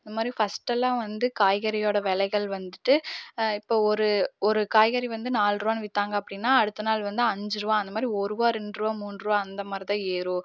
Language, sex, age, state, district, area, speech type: Tamil, female, 18-30, Tamil Nadu, Erode, rural, spontaneous